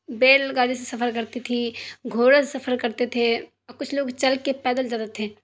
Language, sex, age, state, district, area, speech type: Urdu, female, 30-45, Bihar, Darbhanga, rural, spontaneous